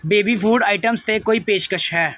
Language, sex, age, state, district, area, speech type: Punjabi, male, 18-30, Punjab, Kapurthala, urban, read